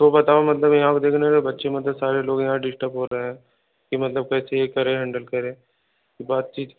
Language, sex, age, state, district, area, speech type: Hindi, male, 18-30, Uttar Pradesh, Bhadohi, urban, conversation